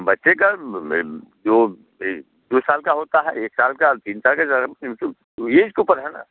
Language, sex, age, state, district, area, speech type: Hindi, male, 60+, Bihar, Muzaffarpur, rural, conversation